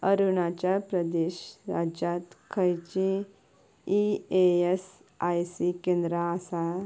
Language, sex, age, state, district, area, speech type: Goan Konkani, female, 18-30, Goa, Canacona, rural, read